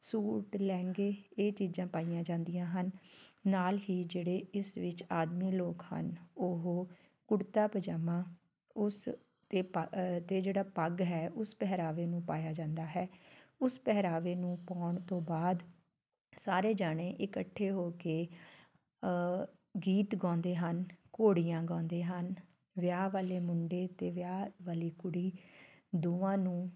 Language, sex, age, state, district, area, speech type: Punjabi, female, 45-60, Punjab, Fatehgarh Sahib, urban, spontaneous